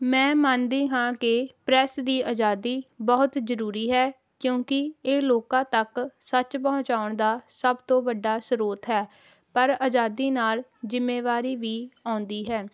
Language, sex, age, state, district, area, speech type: Punjabi, female, 18-30, Punjab, Hoshiarpur, rural, spontaneous